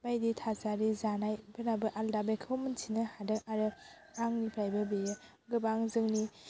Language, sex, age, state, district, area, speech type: Bodo, female, 18-30, Assam, Baksa, rural, spontaneous